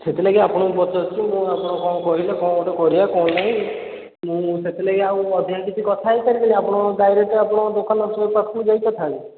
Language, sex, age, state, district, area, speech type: Odia, male, 18-30, Odisha, Puri, urban, conversation